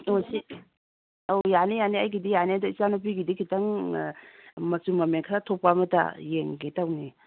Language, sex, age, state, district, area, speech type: Manipuri, female, 45-60, Manipur, Kangpokpi, urban, conversation